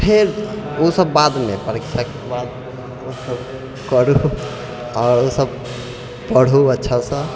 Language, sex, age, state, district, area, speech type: Maithili, male, 60+, Bihar, Purnia, urban, spontaneous